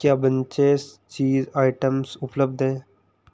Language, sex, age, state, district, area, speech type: Hindi, male, 18-30, Rajasthan, Nagaur, rural, read